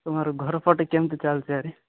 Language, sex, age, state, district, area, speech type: Odia, male, 18-30, Odisha, Nabarangpur, urban, conversation